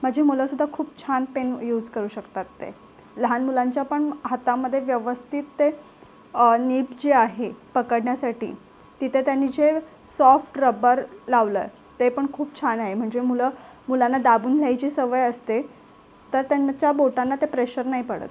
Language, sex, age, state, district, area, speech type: Marathi, female, 18-30, Maharashtra, Solapur, urban, spontaneous